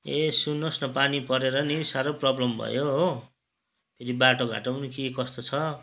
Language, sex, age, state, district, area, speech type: Nepali, male, 45-60, West Bengal, Kalimpong, rural, spontaneous